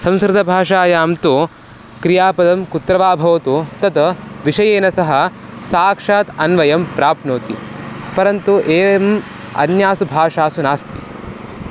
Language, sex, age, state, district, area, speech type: Sanskrit, male, 18-30, Karnataka, Mysore, urban, spontaneous